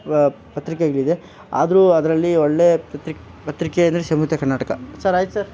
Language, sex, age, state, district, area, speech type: Kannada, male, 18-30, Karnataka, Kolar, rural, spontaneous